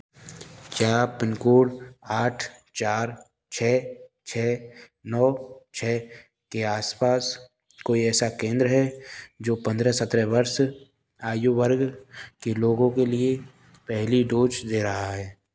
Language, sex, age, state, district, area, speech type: Hindi, male, 18-30, Rajasthan, Bharatpur, rural, read